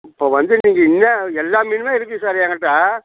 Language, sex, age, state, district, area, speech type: Tamil, male, 45-60, Tamil Nadu, Kallakurichi, rural, conversation